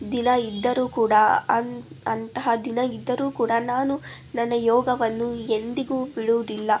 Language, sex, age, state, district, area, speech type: Kannada, female, 30-45, Karnataka, Davanagere, urban, spontaneous